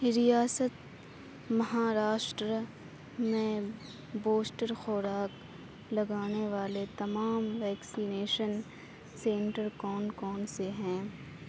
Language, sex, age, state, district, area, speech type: Urdu, female, 18-30, Uttar Pradesh, Aligarh, rural, read